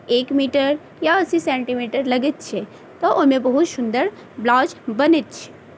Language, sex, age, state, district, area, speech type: Maithili, female, 30-45, Bihar, Madhubani, rural, spontaneous